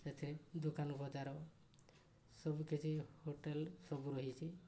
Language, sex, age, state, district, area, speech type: Odia, male, 60+, Odisha, Mayurbhanj, rural, spontaneous